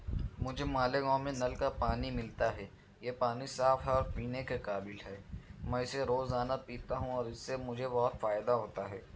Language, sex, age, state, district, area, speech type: Urdu, male, 45-60, Maharashtra, Nashik, urban, spontaneous